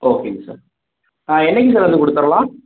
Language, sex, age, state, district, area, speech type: Tamil, male, 18-30, Tamil Nadu, Thanjavur, rural, conversation